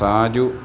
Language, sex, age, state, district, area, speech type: Malayalam, male, 60+, Kerala, Alappuzha, rural, spontaneous